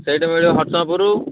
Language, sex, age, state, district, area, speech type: Odia, male, 30-45, Odisha, Kendujhar, urban, conversation